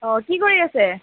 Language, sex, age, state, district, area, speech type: Assamese, female, 18-30, Assam, Nalbari, rural, conversation